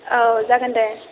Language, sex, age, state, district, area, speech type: Bodo, female, 18-30, Assam, Kokrajhar, rural, conversation